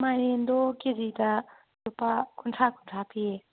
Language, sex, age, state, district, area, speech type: Manipuri, female, 30-45, Manipur, Kangpokpi, urban, conversation